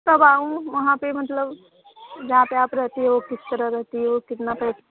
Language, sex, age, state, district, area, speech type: Hindi, female, 18-30, Uttar Pradesh, Prayagraj, rural, conversation